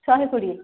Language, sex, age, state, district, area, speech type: Odia, female, 45-60, Odisha, Nayagarh, rural, conversation